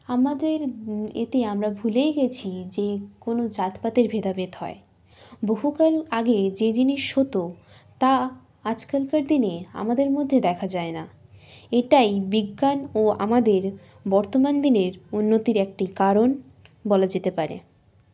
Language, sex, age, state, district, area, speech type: Bengali, female, 18-30, West Bengal, Birbhum, urban, spontaneous